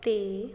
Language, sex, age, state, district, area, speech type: Punjabi, female, 18-30, Punjab, Fazilka, rural, read